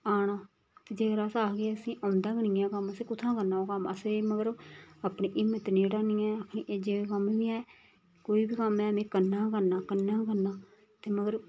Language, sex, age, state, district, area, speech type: Dogri, female, 30-45, Jammu and Kashmir, Reasi, rural, spontaneous